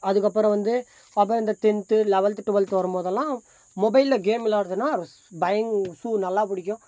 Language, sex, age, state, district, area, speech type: Tamil, male, 30-45, Tamil Nadu, Dharmapuri, rural, spontaneous